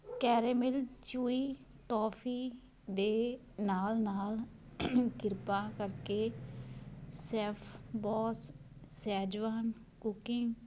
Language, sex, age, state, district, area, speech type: Punjabi, female, 30-45, Punjab, Muktsar, urban, read